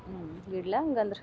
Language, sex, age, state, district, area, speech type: Kannada, female, 30-45, Karnataka, Gadag, rural, spontaneous